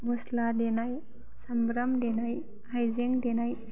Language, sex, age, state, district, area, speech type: Bodo, female, 18-30, Assam, Baksa, rural, spontaneous